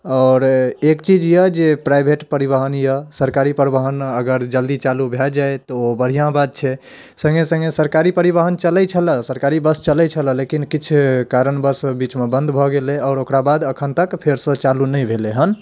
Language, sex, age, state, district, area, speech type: Maithili, male, 30-45, Bihar, Darbhanga, urban, spontaneous